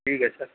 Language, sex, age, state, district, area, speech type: Urdu, male, 30-45, Uttar Pradesh, Gautam Buddha Nagar, urban, conversation